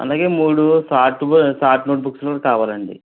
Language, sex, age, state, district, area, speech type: Telugu, male, 45-60, Andhra Pradesh, Eluru, urban, conversation